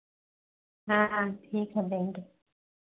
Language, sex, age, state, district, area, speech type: Hindi, female, 30-45, Uttar Pradesh, Hardoi, rural, conversation